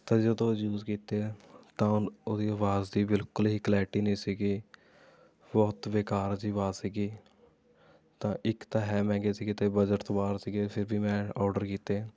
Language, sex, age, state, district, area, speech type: Punjabi, male, 18-30, Punjab, Rupnagar, rural, spontaneous